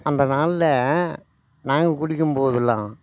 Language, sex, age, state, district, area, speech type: Tamil, male, 60+, Tamil Nadu, Tiruvannamalai, rural, spontaneous